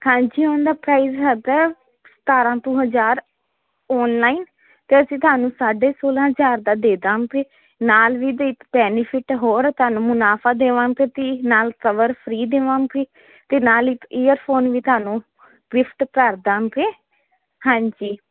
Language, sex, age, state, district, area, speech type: Punjabi, female, 18-30, Punjab, Fazilka, urban, conversation